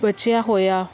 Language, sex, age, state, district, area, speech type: Punjabi, female, 30-45, Punjab, Faridkot, urban, spontaneous